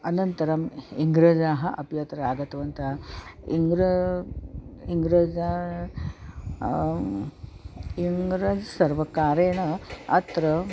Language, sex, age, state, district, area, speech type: Sanskrit, female, 45-60, Maharashtra, Nagpur, urban, spontaneous